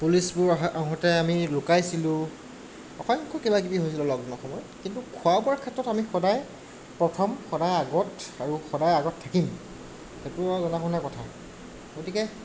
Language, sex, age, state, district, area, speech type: Assamese, male, 45-60, Assam, Morigaon, rural, spontaneous